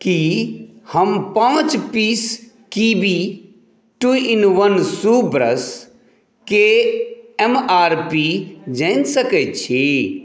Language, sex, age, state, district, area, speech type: Maithili, male, 45-60, Bihar, Saharsa, urban, read